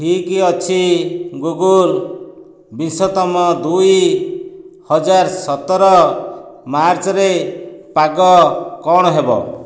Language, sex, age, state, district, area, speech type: Odia, male, 45-60, Odisha, Dhenkanal, rural, read